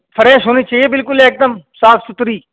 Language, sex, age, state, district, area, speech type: Urdu, male, 45-60, Uttar Pradesh, Muzaffarnagar, rural, conversation